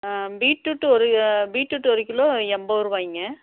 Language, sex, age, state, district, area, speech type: Tamil, female, 45-60, Tamil Nadu, Namakkal, rural, conversation